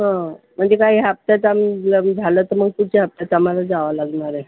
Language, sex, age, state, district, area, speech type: Marathi, female, 45-60, Maharashtra, Buldhana, rural, conversation